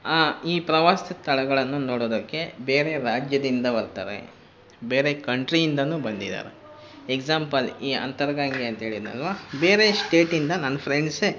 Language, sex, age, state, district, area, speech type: Kannada, male, 18-30, Karnataka, Kolar, rural, spontaneous